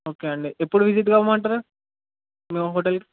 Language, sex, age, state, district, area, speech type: Telugu, male, 18-30, Telangana, Sangareddy, urban, conversation